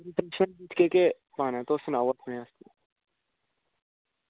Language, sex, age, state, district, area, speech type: Dogri, female, 30-45, Jammu and Kashmir, Reasi, urban, conversation